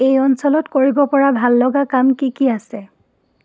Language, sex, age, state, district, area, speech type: Assamese, female, 18-30, Assam, Dhemaji, rural, read